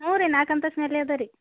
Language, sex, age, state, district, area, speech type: Kannada, female, 18-30, Karnataka, Gulbarga, urban, conversation